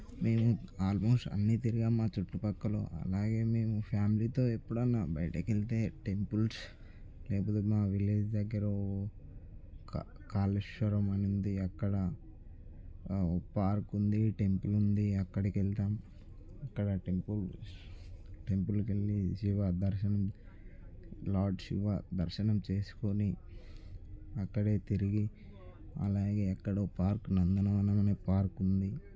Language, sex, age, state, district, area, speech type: Telugu, male, 18-30, Telangana, Nirmal, rural, spontaneous